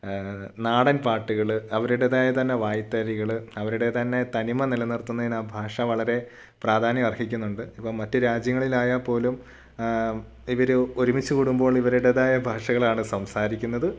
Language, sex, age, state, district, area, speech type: Malayalam, male, 18-30, Kerala, Idukki, rural, spontaneous